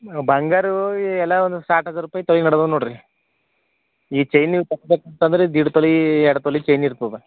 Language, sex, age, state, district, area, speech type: Kannada, male, 45-60, Karnataka, Bidar, rural, conversation